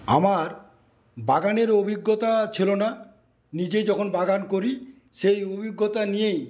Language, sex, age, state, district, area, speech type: Bengali, male, 60+, West Bengal, Paschim Medinipur, rural, spontaneous